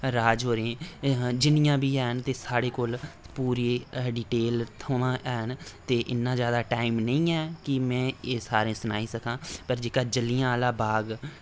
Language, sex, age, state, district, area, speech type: Dogri, male, 18-30, Jammu and Kashmir, Reasi, rural, spontaneous